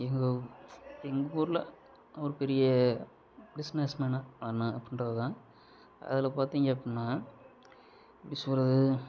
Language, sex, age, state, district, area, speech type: Tamil, male, 30-45, Tamil Nadu, Sivaganga, rural, spontaneous